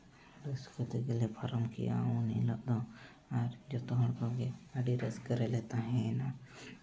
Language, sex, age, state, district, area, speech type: Santali, male, 18-30, Jharkhand, East Singhbhum, rural, spontaneous